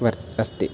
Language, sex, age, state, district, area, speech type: Sanskrit, male, 18-30, Karnataka, Uttara Kannada, rural, spontaneous